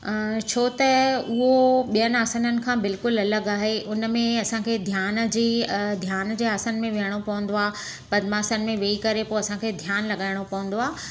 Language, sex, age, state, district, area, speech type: Sindhi, female, 45-60, Gujarat, Surat, urban, spontaneous